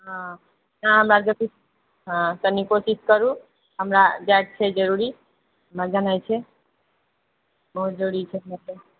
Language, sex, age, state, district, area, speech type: Maithili, female, 60+, Bihar, Purnia, rural, conversation